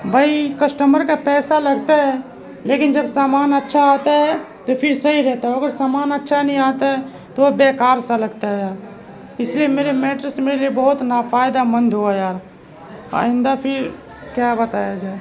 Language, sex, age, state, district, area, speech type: Urdu, male, 18-30, Uttar Pradesh, Gautam Buddha Nagar, urban, spontaneous